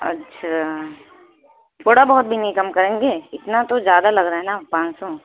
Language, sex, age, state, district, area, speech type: Urdu, female, 18-30, Uttar Pradesh, Balrampur, rural, conversation